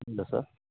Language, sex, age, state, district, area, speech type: Kannada, male, 60+, Karnataka, Bangalore Rural, urban, conversation